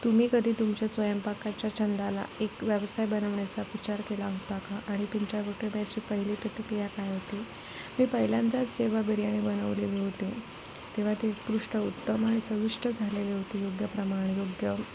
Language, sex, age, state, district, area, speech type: Marathi, female, 18-30, Maharashtra, Sindhudurg, rural, spontaneous